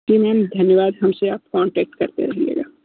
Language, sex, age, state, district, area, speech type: Hindi, male, 18-30, Uttar Pradesh, Sonbhadra, rural, conversation